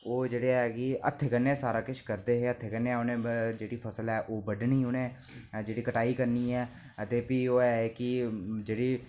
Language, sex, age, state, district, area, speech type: Dogri, male, 18-30, Jammu and Kashmir, Reasi, rural, spontaneous